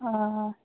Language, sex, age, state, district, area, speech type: Assamese, female, 30-45, Assam, Udalguri, rural, conversation